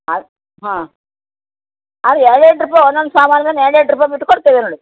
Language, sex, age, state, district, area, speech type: Kannada, female, 60+, Karnataka, Uttara Kannada, rural, conversation